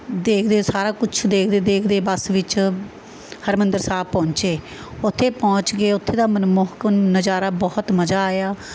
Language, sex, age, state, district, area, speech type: Punjabi, female, 45-60, Punjab, Mohali, urban, spontaneous